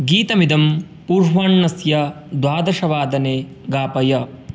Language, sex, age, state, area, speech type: Sanskrit, male, 18-30, Uttar Pradesh, rural, read